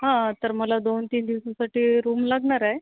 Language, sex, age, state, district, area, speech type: Marathi, female, 45-60, Maharashtra, Akola, urban, conversation